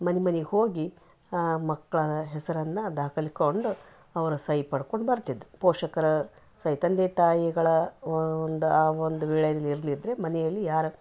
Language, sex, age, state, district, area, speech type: Kannada, female, 60+, Karnataka, Koppal, rural, spontaneous